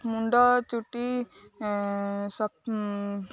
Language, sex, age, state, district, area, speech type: Odia, female, 18-30, Odisha, Jagatsinghpur, urban, spontaneous